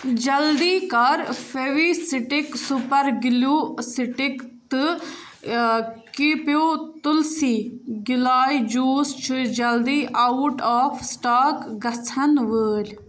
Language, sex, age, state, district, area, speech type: Kashmiri, female, 18-30, Jammu and Kashmir, Budgam, rural, read